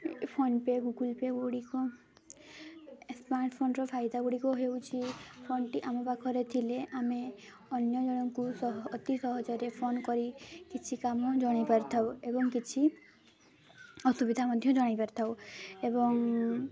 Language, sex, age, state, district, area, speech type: Odia, female, 18-30, Odisha, Mayurbhanj, rural, spontaneous